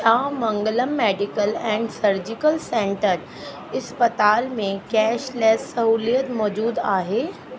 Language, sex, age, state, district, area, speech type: Sindhi, female, 30-45, Delhi, South Delhi, urban, read